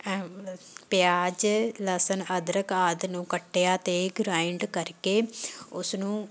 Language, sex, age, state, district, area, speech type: Punjabi, female, 18-30, Punjab, Shaheed Bhagat Singh Nagar, rural, spontaneous